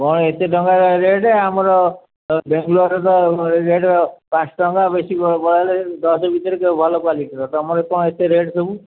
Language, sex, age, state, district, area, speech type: Odia, male, 60+, Odisha, Gajapati, rural, conversation